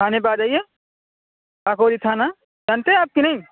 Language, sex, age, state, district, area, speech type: Urdu, male, 30-45, Uttar Pradesh, Lucknow, rural, conversation